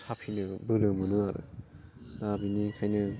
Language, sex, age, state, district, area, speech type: Bodo, male, 45-60, Assam, Udalguri, rural, spontaneous